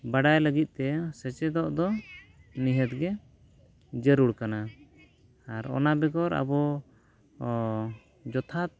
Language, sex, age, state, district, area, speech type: Santali, male, 45-60, Odisha, Mayurbhanj, rural, spontaneous